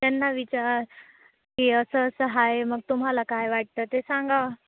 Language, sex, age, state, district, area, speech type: Marathi, female, 18-30, Maharashtra, Nashik, urban, conversation